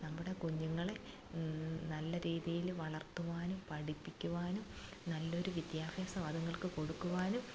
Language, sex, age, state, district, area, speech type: Malayalam, female, 45-60, Kerala, Alappuzha, rural, spontaneous